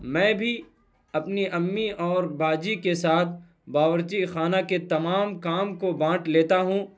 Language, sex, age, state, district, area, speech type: Urdu, male, 18-30, Bihar, Purnia, rural, spontaneous